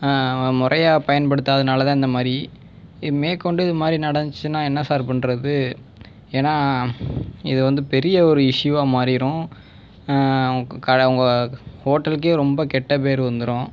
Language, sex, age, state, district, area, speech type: Tamil, male, 30-45, Tamil Nadu, Pudukkottai, rural, spontaneous